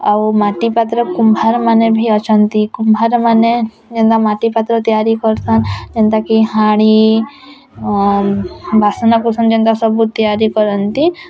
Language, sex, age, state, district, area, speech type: Odia, female, 18-30, Odisha, Bargarh, rural, spontaneous